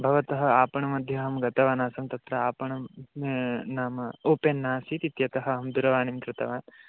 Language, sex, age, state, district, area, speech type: Sanskrit, male, 18-30, West Bengal, Purba Medinipur, rural, conversation